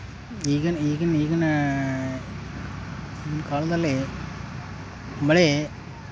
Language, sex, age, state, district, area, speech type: Kannada, male, 30-45, Karnataka, Dharwad, rural, spontaneous